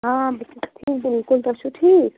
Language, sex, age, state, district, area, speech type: Kashmiri, male, 45-60, Jammu and Kashmir, Budgam, rural, conversation